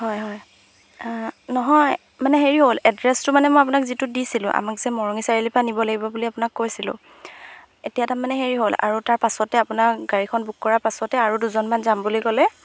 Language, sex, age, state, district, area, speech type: Assamese, female, 18-30, Assam, Golaghat, urban, spontaneous